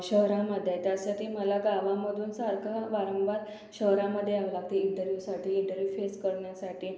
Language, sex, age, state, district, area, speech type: Marathi, female, 45-60, Maharashtra, Akola, urban, spontaneous